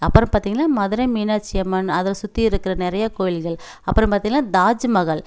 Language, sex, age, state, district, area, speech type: Tamil, female, 45-60, Tamil Nadu, Coimbatore, rural, spontaneous